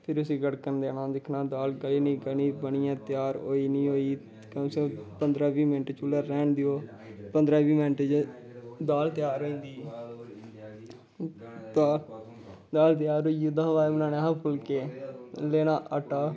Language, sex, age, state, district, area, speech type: Dogri, male, 18-30, Jammu and Kashmir, Kathua, rural, spontaneous